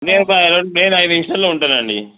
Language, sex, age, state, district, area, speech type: Telugu, male, 30-45, Telangana, Mancherial, rural, conversation